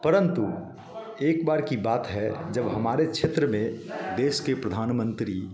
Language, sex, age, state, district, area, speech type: Hindi, male, 45-60, Bihar, Muzaffarpur, urban, spontaneous